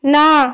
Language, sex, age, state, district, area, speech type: Bengali, female, 30-45, West Bengal, North 24 Parganas, rural, read